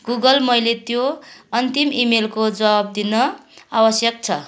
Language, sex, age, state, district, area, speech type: Nepali, female, 45-60, West Bengal, Kalimpong, rural, read